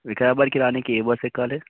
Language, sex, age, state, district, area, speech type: Telugu, male, 18-30, Telangana, Vikarabad, urban, conversation